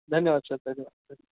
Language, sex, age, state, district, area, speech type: Marathi, male, 18-30, Maharashtra, Kolhapur, urban, conversation